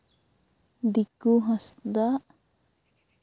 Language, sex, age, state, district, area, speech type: Santali, female, 18-30, Jharkhand, Seraikela Kharsawan, rural, spontaneous